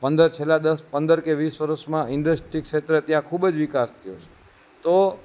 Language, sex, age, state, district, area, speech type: Gujarati, male, 30-45, Gujarat, Junagadh, urban, spontaneous